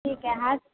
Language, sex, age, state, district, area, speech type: Marathi, female, 18-30, Maharashtra, Ratnagiri, rural, conversation